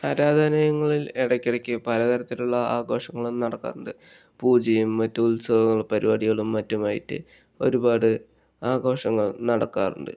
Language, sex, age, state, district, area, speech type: Malayalam, male, 60+, Kerala, Palakkad, rural, spontaneous